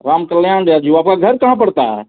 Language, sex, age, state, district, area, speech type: Hindi, male, 18-30, Bihar, Begusarai, rural, conversation